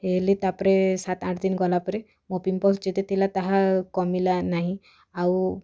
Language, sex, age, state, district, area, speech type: Odia, female, 18-30, Odisha, Kalahandi, rural, spontaneous